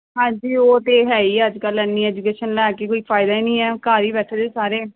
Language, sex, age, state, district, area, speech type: Punjabi, female, 30-45, Punjab, Gurdaspur, urban, conversation